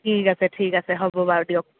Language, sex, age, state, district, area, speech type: Assamese, female, 18-30, Assam, Lakhimpur, rural, conversation